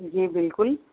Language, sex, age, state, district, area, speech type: Urdu, female, 60+, Delhi, Central Delhi, urban, conversation